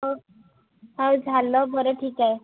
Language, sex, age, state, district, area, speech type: Marathi, female, 18-30, Maharashtra, Amravati, rural, conversation